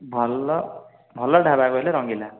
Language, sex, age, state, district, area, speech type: Odia, male, 18-30, Odisha, Dhenkanal, rural, conversation